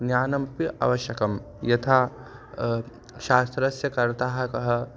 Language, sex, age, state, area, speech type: Sanskrit, male, 18-30, Madhya Pradesh, rural, spontaneous